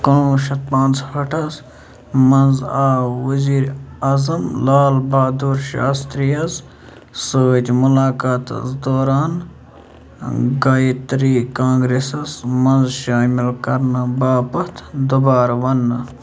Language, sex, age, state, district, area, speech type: Kashmiri, male, 18-30, Jammu and Kashmir, Kupwara, rural, read